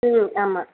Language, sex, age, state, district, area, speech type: Tamil, female, 45-60, Tamil Nadu, Tiruvallur, urban, conversation